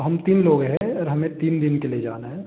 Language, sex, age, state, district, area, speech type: Hindi, male, 18-30, Madhya Pradesh, Betul, rural, conversation